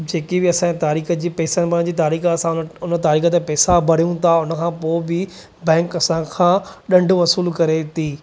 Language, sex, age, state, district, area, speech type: Sindhi, male, 30-45, Maharashtra, Thane, urban, spontaneous